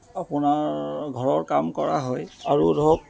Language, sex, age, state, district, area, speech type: Assamese, male, 30-45, Assam, Jorhat, urban, spontaneous